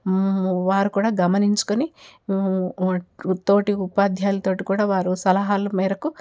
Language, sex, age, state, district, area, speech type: Telugu, female, 60+, Telangana, Ranga Reddy, rural, spontaneous